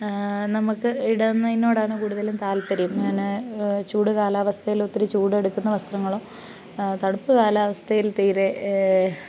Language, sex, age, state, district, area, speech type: Malayalam, female, 18-30, Kerala, Pathanamthitta, rural, spontaneous